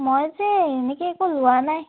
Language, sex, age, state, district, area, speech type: Assamese, female, 18-30, Assam, Tinsukia, rural, conversation